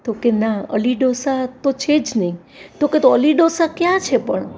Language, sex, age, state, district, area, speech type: Gujarati, female, 60+, Gujarat, Rajkot, urban, spontaneous